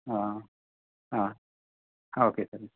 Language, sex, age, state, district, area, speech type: Malayalam, male, 18-30, Kerala, Kasaragod, rural, conversation